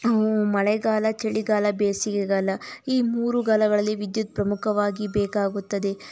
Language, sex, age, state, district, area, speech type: Kannada, female, 30-45, Karnataka, Tumkur, rural, spontaneous